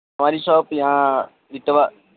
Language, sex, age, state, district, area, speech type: Urdu, male, 18-30, Uttar Pradesh, Siddharthnagar, rural, conversation